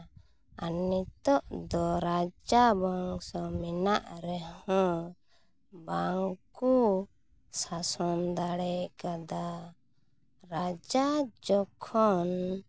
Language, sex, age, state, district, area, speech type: Santali, female, 30-45, West Bengal, Purulia, rural, spontaneous